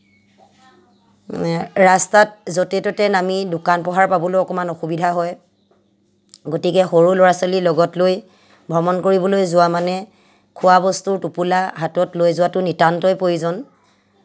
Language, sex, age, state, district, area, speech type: Assamese, female, 30-45, Assam, Lakhimpur, rural, spontaneous